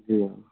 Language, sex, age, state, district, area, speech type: Hindi, male, 30-45, Uttar Pradesh, Ayodhya, rural, conversation